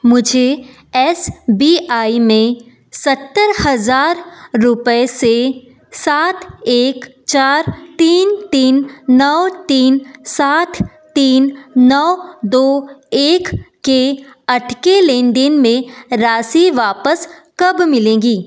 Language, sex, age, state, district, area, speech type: Hindi, female, 30-45, Madhya Pradesh, Betul, urban, read